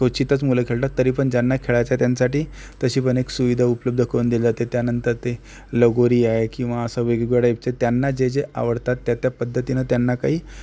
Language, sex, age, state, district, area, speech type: Marathi, male, 30-45, Maharashtra, Akola, rural, spontaneous